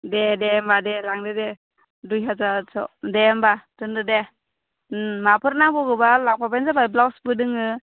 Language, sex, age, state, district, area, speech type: Bodo, female, 18-30, Assam, Udalguri, urban, conversation